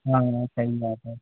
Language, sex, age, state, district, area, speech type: Hindi, male, 30-45, Madhya Pradesh, Gwalior, urban, conversation